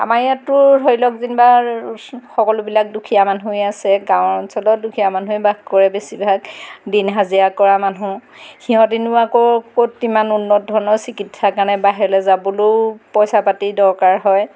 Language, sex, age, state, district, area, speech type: Assamese, female, 45-60, Assam, Golaghat, rural, spontaneous